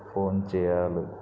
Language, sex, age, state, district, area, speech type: Telugu, male, 45-60, Andhra Pradesh, N T Rama Rao, urban, spontaneous